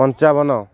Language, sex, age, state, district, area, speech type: Odia, male, 18-30, Odisha, Ganjam, urban, spontaneous